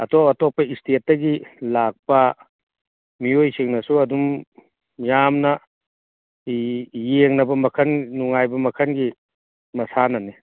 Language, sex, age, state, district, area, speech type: Manipuri, male, 60+, Manipur, Churachandpur, urban, conversation